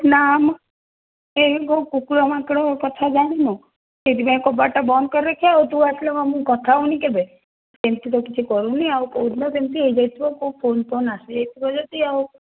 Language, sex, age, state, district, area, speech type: Odia, female, 30-45, Odisha, Cuttack, urban, conversation